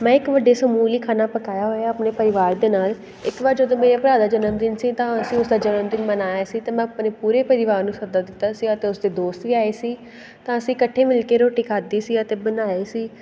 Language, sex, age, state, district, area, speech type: Punjabi, female, 18-30, Punjab, Pathankot, rural, spontaneous